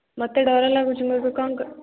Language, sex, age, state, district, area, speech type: Odia, female, 18-30, Odisha, Dhenkanal, rural, conversation